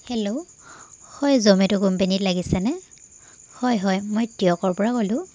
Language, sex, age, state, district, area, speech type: Assamese, female, 18-30, Assam, Jorhat, urban, spontaneous